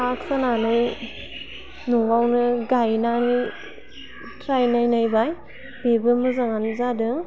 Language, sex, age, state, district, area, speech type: Bodo, female, 18-30, Assam, Udalguri, urban, spontaneous